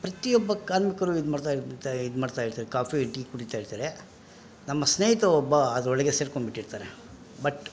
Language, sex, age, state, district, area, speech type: Kannada, male, 45-60, Karnataka, Bangalore Rural, rural, spontaneous